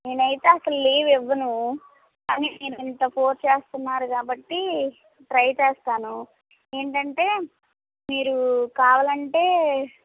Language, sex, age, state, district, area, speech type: Telugu, female, 18-30, Andhra Pradesh, Guntur, urban, conversation